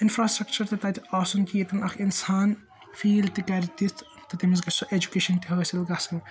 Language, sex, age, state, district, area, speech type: Kashmiri, male, 18-30, Jammu and Kashmir, Srinagar, urban, spontaneous